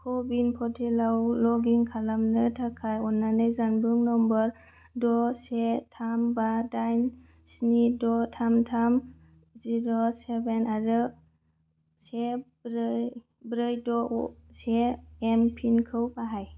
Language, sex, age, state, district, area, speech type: Bodo, female, 18-30, Assam, Kokrajhar, rural, read